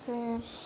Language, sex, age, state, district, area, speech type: Dogri, female, 18-30, Jammu and Kashmir, Kathua, rural, spontaneous